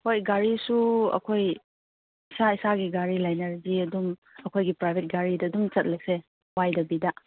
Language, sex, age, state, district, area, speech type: Manipuri, female, 30-45, Manipur, Chandel, rural, conversation